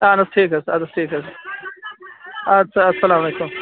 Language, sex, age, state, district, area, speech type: Kashmiri, male, 18-30, Jammu and Kashmir, Baramulla, rural, conversation